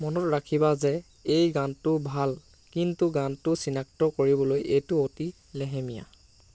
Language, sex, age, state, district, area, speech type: Assamese, male, 18-30, Assam, Lakhimpur, rural, read